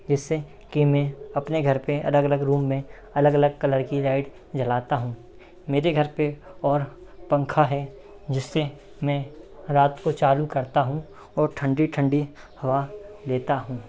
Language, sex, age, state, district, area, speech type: Hindi, male, 18-30, Madhya Pradesh, Seoni, urban, spontaneous